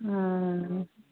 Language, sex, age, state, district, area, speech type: Hindi, female, 60+, Bihar, Madhepura, rural, conversation